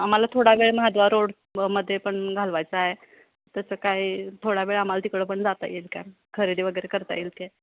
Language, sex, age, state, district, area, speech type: Marathi, female, 30-45, Maharashtra, Kolhapur, urban, conversation